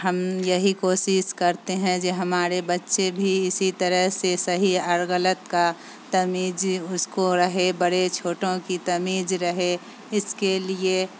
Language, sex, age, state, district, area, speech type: Urdu, female, 45-60, Bihar, Supaul, rural, spontaneous